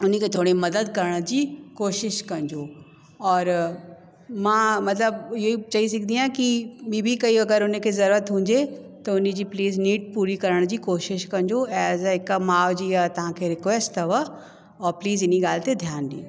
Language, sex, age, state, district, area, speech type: Sindhi, female, 45-60, Uttar Pradesh, Lucknow, urban, spontaneous